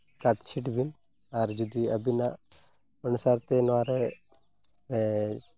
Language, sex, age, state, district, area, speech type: Santali, male, 30-45, Jharkhand, East Singhbhum, rural, spontaneous